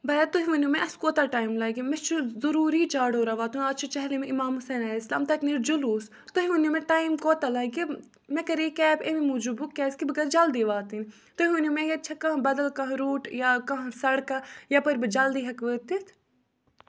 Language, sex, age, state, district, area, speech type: Kashmiri, female, 18-30, Jammu and Kashmir, Budgam, rural, spontaneous